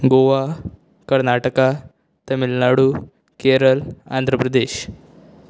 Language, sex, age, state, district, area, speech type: Goan Konkani, male, 18-30, Goa, Canacona, rural, spontaneous